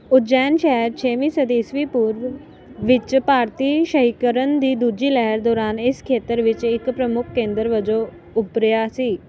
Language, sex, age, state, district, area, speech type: Punjabi, female, 18-30, Punjab, Ludhiana, rural, read